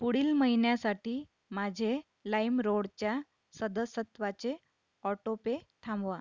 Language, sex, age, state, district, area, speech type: Marathi, female, 30-45, Maharashtra, Akola, urban, read